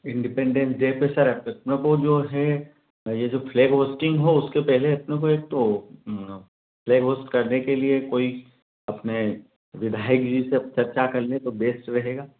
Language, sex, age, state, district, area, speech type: Hindi, male, 45-60, Madhya Pradesh, Ujjain, urban, conversation